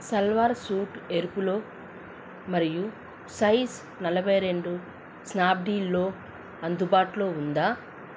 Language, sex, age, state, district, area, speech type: Telugu, female, 30-45, Andhra Pradesh, Krishna, urban, read